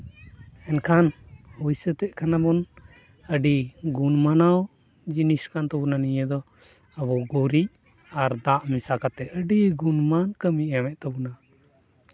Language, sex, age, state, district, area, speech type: Santali, male, 18-30, West Bengal, Purba Bardhaman, rural, spontaneous